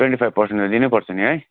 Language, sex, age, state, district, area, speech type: Nepali, male, 30-45, West Bengal, Darjeeling, rural, conversation